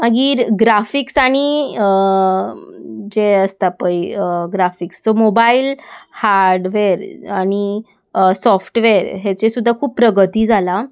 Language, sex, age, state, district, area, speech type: Goan Konkani, female, 18-30, Goa, Salcete, urban, spontaneous